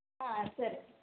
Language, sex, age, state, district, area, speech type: Telugu, female, 30-45, Andhra Pradesh, Eluru, rural, conversation